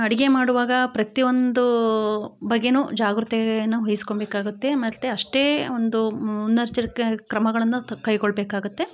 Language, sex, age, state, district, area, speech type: Kannada, female, 45-60, Karnataka, Chikkamagaluru, rural, spontaneous